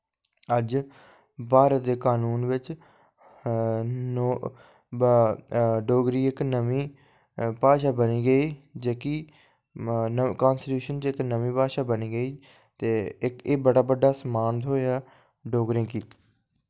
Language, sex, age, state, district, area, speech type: Dogri, male, 45-60, Jammu and Kashmir, Udhampur, rural, spontaneous